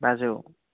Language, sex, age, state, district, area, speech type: Bodo, male, 30-45, Assam, Udalguri, urban, conversation